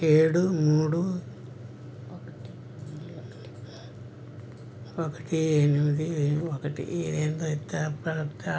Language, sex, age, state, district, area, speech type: Telugu, male, 60+, Andhra Pradesh, N T Rama Rao, urban, read